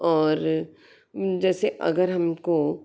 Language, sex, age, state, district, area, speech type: Hindi, female, 45-60, Madhya Pradesh, Bhopal, urban, spontaneous